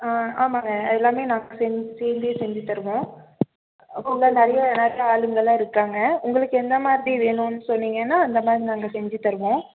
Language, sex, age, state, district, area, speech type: Tamil, female, 18-30, Tamil Nadu, Nilgiris, rural, conversation